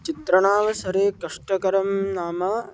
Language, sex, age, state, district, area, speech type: Sanskrit, male, 18-30, Maharashtra, Buldhana, urban, spontaneous